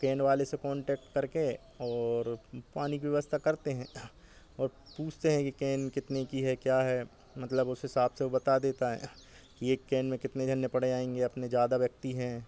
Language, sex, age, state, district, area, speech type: Hindi, male, 45-60, Madhya Pradesh, Hoshangabad, rural, spontaneous